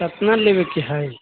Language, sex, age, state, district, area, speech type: Maithili, male, 30-45, Bihar, Sitamarhi, rural, conversation